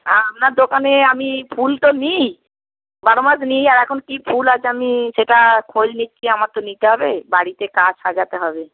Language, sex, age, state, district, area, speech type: Bengali, female, 45-60, West Bengal, Hooghly, rural, conversation